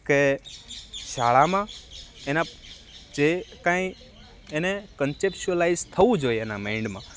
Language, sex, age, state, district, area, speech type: Gujarati, male, 30-45, Gujarat, Rajkot, rural, spontaneous